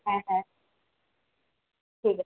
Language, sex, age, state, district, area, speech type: Bengali, female, 30-45, West Bengal, Purulia, rural, conversation